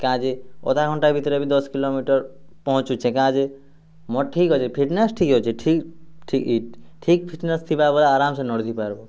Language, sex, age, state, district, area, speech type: Odia, male, 18-30, Odisha, Kalahandi, rural, spontaneous